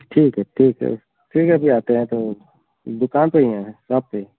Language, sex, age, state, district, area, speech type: Hindi, male, 30-45, Uttar Pradesh, Ayodhya, rural, conversation